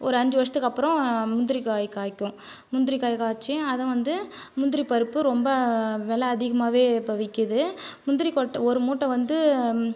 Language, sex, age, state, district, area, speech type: Tamil, female, 30-45, Tamil Nadu, Cuddalore, rural, spontaneous